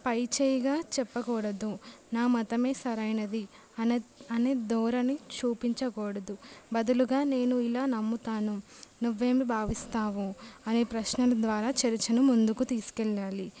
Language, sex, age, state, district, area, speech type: Telugu, female, 18-30, Telangana, Jangaon, urban, spontaneous